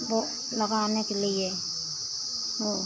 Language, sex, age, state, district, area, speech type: Hindi, female, 60+, Uttar Pradesh, Pratapgarh, rural, spontaneous